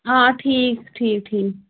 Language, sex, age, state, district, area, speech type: Kashmiri, female, 30-45, Jammu and Kashmir, Pulwama, rural, conversation